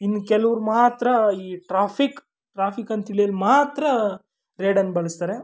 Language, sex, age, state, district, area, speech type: Kannada, male, 18-30, Karnataka, Kolar, rural, spontaneous